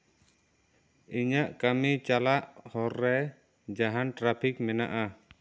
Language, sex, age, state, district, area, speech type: Santali, male, 18-30, West Bengal, Bankura, rural, read